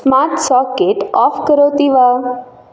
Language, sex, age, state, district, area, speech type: Sanskrit, female, 18-30, Karnataka, Udupi, urban, read